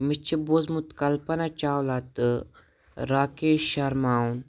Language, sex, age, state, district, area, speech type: Kashmiri, male, 18-30, Jammu and Kashmir, Kupwara, rural, spontaneous